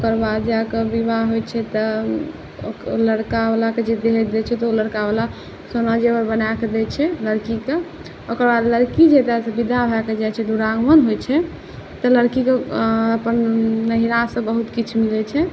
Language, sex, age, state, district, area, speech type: Maithili, female, 18-30, Bihar, Saharsa, urban, spontaneous